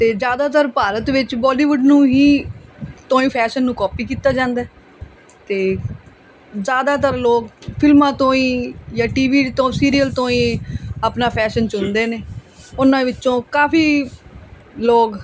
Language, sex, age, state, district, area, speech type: Punjabi, female, 45-60, Punjab, Fazilka, rural, spontaneous